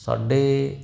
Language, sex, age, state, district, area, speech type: Punjabi, male, 45-60, Punjab, Barnala, urban, spontaneous